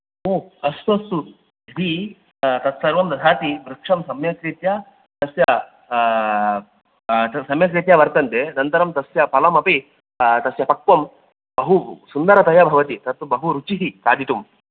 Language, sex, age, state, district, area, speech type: Sanskrit, male, 18-30, Karnataka, Dakshina Kannada, rural, conversation